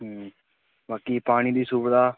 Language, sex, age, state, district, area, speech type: Dogri, male, 18-30, Jammu and Kashmir, Udhampur, urban, conversation